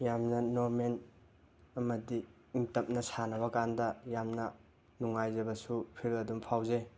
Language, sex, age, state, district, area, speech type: Manipuri, male, 30-45, Manipur, Imphal West, rural, spontaneous